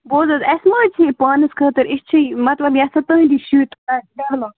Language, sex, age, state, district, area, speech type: Kashmiri, female, 30-45, Jammu and Kashmir, Baramulla, rural, conversation